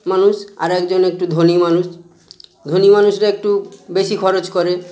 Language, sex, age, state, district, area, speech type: Bengali, male, 45-60, West Bengal, Howrah, urban, spontaneous